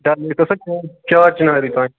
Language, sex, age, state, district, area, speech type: Kashmiri, male, 45-60, Jammu and Kashmir, Srinagar, urban, conversation